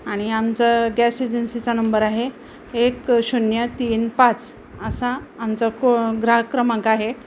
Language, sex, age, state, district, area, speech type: Marathi, female, 45-60, Maharashtra, Osmanabad, rural, spontaneous